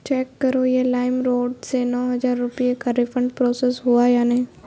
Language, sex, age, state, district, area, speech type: Urdu, female, 18-30, Bihar, Khagaria, rural, read